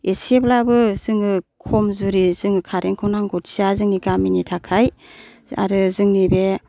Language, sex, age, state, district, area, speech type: Bodo, female, 60+, Assam, Kokrajhar, urban, spontaneous